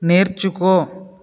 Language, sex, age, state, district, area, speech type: Telugu, male, 18-30, Andhra Pradesh, Eluru, rural, read